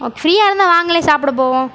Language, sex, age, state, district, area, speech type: Tamil, female, 18-30, Tamil Nadu, Erode, urban, spontaneous